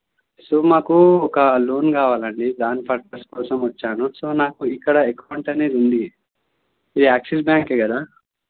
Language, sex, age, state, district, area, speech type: Telugu, male, 30-45, Andhra Pradesh, N T Rama Rao, rural, conversation